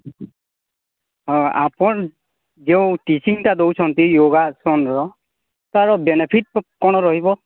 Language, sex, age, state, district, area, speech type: Odia, male, 45-60, Odisha, Nuapada, urban, conversation